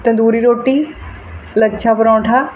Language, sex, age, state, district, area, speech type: Punjabi, female, 30-45, Punjab, Mohali, rural, spontaneous